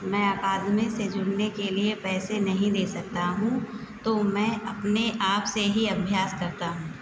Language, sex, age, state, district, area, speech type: Hindi, female, 45-60, Uttar Pradesh, Azamgarh, rural, read